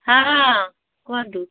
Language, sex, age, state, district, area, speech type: Odia, female, 60+, Odisha, Gajapati, rural, conversation